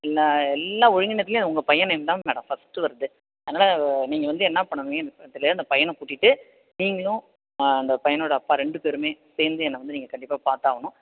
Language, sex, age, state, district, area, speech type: Tamil, female, 45-60, Tamil Nadu, Thanjavur, rural, conversation